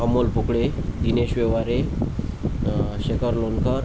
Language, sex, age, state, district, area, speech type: Marathi, male, 30-45, Maharashtra, Amravati, rural, spontaneous